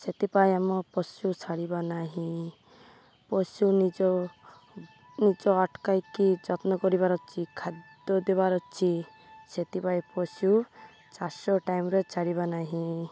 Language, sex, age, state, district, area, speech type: Odia, female, 30-45, Odisha, Malkangiri, urban, spontaneous